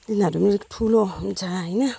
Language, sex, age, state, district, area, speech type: Nepali, female, 45-60, West Bengal, Alipurduar, urban, spontaneous